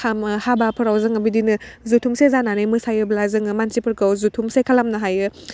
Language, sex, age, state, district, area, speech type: Bodo, female, 30-45, Assam, Udalguri, urban, spontaneous